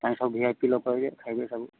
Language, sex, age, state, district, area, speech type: Odia, male, 45-60, Odisha, Sundergarh, rural, conversation